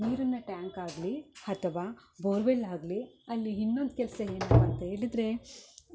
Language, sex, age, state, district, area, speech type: Kannada, female, 30-45, Karnataka, Mysore, rural, spontaneous